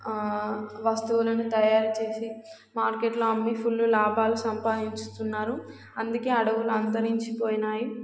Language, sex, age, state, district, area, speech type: Telugu, female, 18-30, Telangana, Warangal, rural, spontaneous